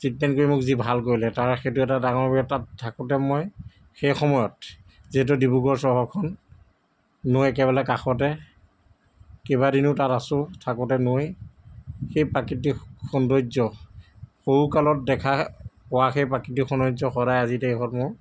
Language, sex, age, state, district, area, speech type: Assamese, male, 45-60, Assam, Jorhat, urban, spontaneous